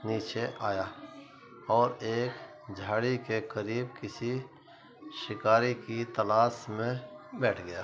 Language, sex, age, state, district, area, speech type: Urdu, male, 60+, Uttar Pradesh, Muzaffarnagar, urban, spontaneous